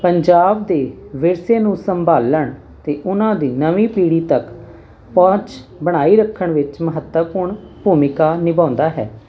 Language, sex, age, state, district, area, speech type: Punjabi, female, 45-60, Punjab, Hoshiarpur, urban, spontaneous